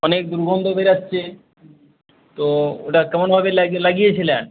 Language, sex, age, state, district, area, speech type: Bengali, male, 18-30, West Bengal, Uttar Dinajpur, rural, conversation